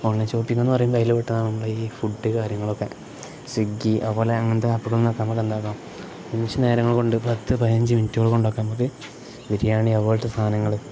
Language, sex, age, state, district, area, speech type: Malayalam, male, 18-30, Kerala, Kozhikode, rural, spontaneous